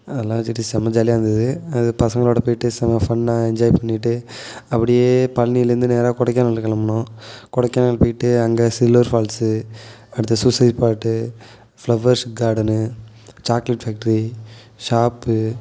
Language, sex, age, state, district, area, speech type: Tamil, male, 18-30, Tamil Nadu, Nagapattinam, rural, spontaneous